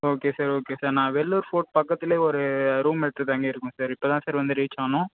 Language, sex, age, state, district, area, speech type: Tamil, male, 18-30, Tamil Nadu, Vellore, rural, conversation